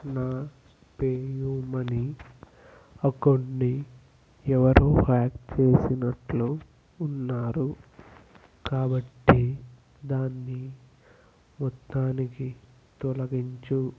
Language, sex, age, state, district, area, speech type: Telugu, male, 18-30, Telangana, Nirmal, rural, read